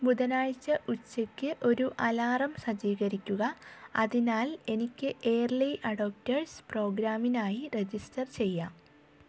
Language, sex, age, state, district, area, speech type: Malayalam, female, 18-30, Kerala, Thiruvananthapuram, rural, read